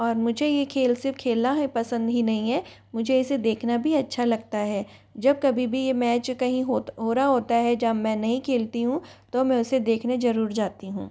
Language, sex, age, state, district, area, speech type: Hindi, female, 45-60, Rajasthan, Jaipur, urban, spontaneous